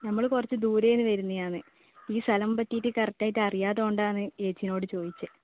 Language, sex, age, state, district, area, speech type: Malayalam, female, 18-30, Kerala, Kannur, rural, conversation